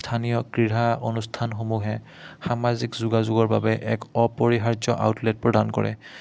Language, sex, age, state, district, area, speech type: Assamese, male, 30-45, Assam, Udalguri, rural, spontaneous